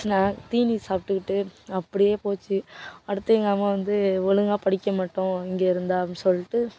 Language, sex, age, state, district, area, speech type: Tamil, female, 18-30, Tamil Nadu, Nagapattinam, urban, spontaneous